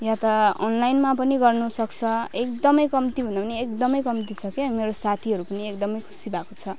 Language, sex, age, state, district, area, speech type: Nepali, female, 30-45, West Bengal, Alipurduar, urban, spontaneous